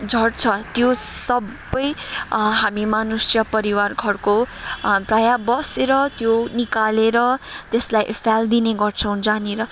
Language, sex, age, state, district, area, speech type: Nepali, female, 30-45, West Bengal, Kalimpong, rural, spontaneous